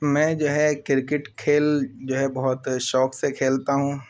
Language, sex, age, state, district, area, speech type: Urdu, male, 18-30, Uttar Pradesh, Siddharthnagar, rural, spontaneous